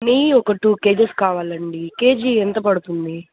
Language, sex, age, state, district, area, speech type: Telugu, female, 18-30, Andhra Pradesh, Kadapa, rural, conversation